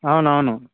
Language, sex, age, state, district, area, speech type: Telugu, male, 18-30, Telangana, Mancherial, rural, conversation